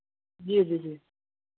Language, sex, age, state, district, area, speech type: Hindi, male, 18-30, Bihar, Vaishali, urban, conversation